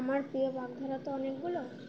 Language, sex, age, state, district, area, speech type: Bengali, female, 18-30, West Bengal, Dakshin Dinajpur, urban, spontaneous